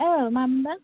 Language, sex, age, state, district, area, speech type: Bodo, male, 18-30, Assam, Udalguri, rural, conversation